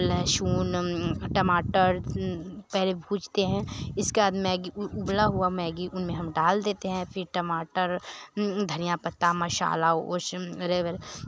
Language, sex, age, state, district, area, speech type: Hindi, female, 18-30, Bihar, Muzaffarpur, rural, spontaneous